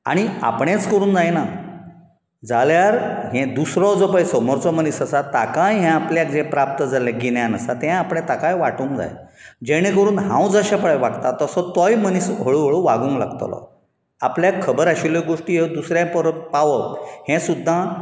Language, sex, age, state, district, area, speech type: Goan Konkani, male, 45-60, Goa, Bardez, urban, spontaneous